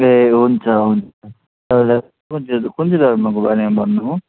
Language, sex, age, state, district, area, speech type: Nepali, male, 45-60, West Bengal, Darjeeling, rural, conversation